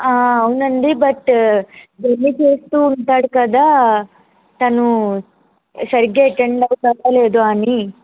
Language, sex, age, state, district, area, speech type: Telugu, female, 18-30, Andhra Pradesh, Vizianagaram, rural, conversation